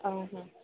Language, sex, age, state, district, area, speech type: Odia, female, 18-30, Odisha, Sambalpur, rural, conversation